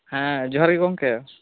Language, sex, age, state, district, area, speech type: Santali, male, 18-30, West Bengal, Birbhum, rural, conversation